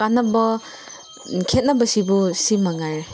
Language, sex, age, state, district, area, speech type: Manipuri, female, 45-60, Manipur, Chandel, rural, spontaneous